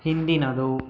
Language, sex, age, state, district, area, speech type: Kannada, male, 18-30, Karnataka, Chikkaballapur, urban, read